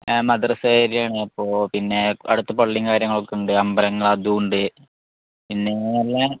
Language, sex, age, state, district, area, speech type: Malayalam, male, 18-30, Kerala, Malappuram, urban, conversation